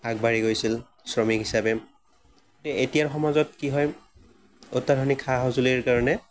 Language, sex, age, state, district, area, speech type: Assamese, male, 18-30, Assam, Morigaon, rural, spontaneous